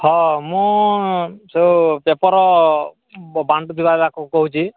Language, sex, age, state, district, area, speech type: Odia, male, 18-30, Odisha, Balangir, urban, conversation